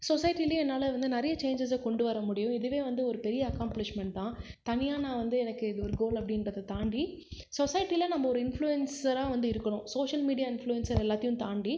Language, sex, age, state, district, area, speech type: Tamil, female, 18-30, Tamil Nadu, Krishnagiri, rural, spontaneous